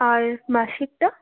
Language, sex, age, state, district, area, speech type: Bengali, female, 18-30, West Bengal, Malda, rural, conversation